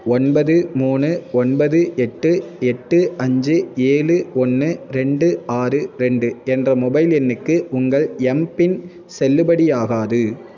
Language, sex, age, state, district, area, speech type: Tamil, male, 18-30, Tamil Nadu, Thanjavur, urban, read